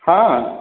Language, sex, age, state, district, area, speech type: Bengali, male, 45-60, West Bengal, Purulia, urban, conversation